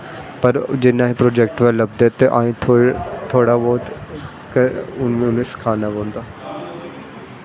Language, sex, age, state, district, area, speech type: Dogri, male, 18-30, Jammu and Kashmir, Jammu, rural, spontaneous